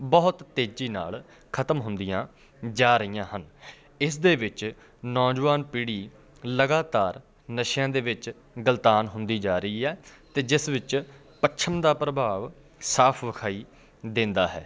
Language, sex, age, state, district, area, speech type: Punjabi, male, 30-45, Punjab, Patiala, rural, spontaneous